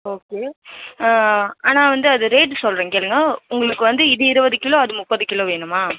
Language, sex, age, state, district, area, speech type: Tamil, female, 18-30, Tamil Nadu, Tiruvannamalai, urban, conversation